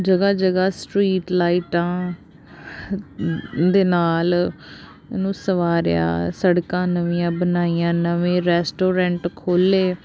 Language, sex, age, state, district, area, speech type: Punjabi, female, 18-30, Punjab, Pathankot, rural, spontaneous